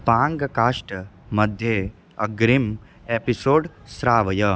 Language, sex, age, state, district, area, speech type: Sanskrit, male, 18-30, Bihar, East Champaran, urban, read